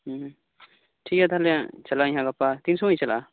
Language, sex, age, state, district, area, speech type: Santali, male, 18-30, West Bengal, Birbhum, rural, conversation